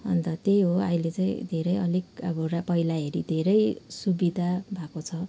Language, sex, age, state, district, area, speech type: Nepali, female, 30-45, West Bengal, Kalimpong, rural, spontaneous